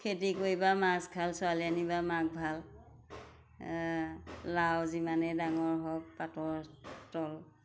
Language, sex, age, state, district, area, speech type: Assamese, female, 45-60, Assam, Majuli, rural, spontaneous